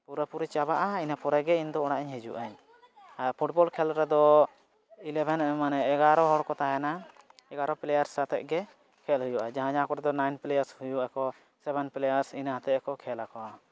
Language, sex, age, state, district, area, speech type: Santali, male, 18-30, Jharkhand, East Singhbhum, rural, spontaneous